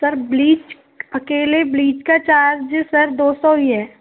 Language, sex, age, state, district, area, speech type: Hindi, female, 18-30, Madhya Pradesh, Betul, rural, conversation